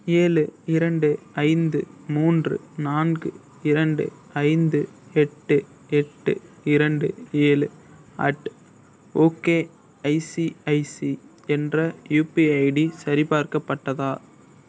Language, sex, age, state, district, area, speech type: Tamil, female, 30-45, Tamil Nadu, Ariyalur, rural, read